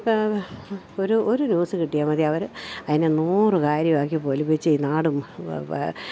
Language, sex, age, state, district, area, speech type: Malayalam, female, 60+, Kerala, Thiruvananthapuram, urban, spontaneous